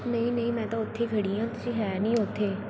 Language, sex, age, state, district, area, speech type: Punjabi, female, 18-30, Punjab, Pathankot, urban, spontaneous